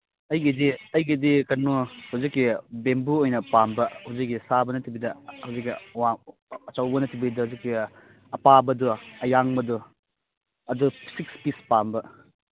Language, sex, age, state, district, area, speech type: Manipuri, male, 30-45, Manipur, Churachandpur, rural, conversation